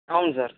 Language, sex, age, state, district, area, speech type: Telugu, male, 45-60, Andhra Pradesh, Chittoor, urban, conversation